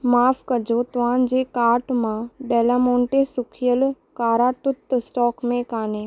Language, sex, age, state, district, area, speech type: Sindhi, female, 18-30, Rajasthan, Ajmer, urban, read